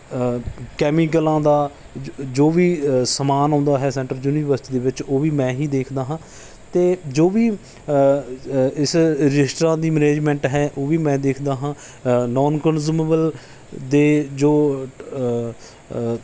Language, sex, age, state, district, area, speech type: Punjabi, male, 30-45, Punjab, Bathinda, rural, spontaneous